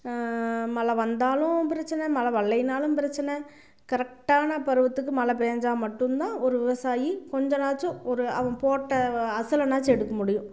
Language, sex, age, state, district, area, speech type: Tamil, female, 45-60, Tamil Nadu, Namakkal, rural, spontaneous